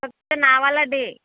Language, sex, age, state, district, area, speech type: Marathi, female, 30-45, Maharashtra, Thane, urban, conversation